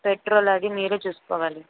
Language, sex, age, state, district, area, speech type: Telugu, female, 18-30, Andhra Pradesh, N T Rama Rao, urban, conversation